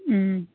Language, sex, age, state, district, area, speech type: Manipuri, female, 18-30, Manipur, Chandel, rural, conversation